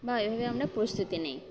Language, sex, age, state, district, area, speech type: Bengali, female, 18-30, West Bengal, Uttar Dinajpur, urban, spontaneous